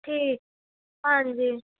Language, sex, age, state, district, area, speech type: Punjabi, female, 18-30, Punjab, Pathankot, urban, conversation